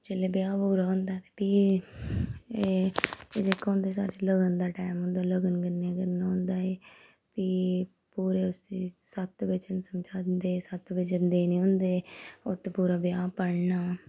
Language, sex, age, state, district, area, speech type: Dogri, female, 30-45, Jammu and Kashmir, Reasi, rural, spontaneous